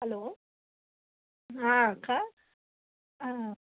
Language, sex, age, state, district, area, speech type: Telugu, female, 60+, Telangana, Hyderabad, urban, conversation